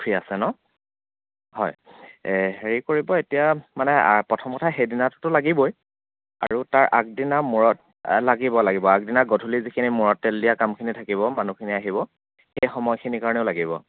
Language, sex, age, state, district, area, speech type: Assamese, male, 30-45, Assam, Dibrugarh, rural, conversation